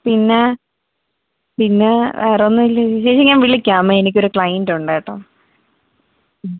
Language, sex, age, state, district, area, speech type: Malayalam, female, 18-30, Kerala, Thiruvananthapuram, rural, conversation